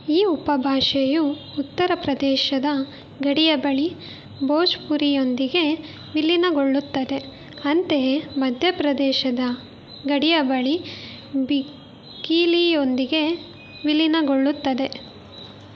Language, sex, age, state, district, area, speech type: Kannada, female, 18-30, Karnataka, Davanagere, rural, read